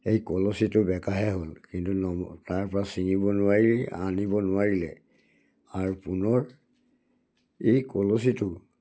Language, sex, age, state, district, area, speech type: Assamese, male, 60+, Assam, Charaideo, rural, spontaneous